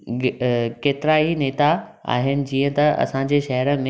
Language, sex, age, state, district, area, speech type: Sindhi, male, 18-30, Maharashtra, Thane, urban, spontaneous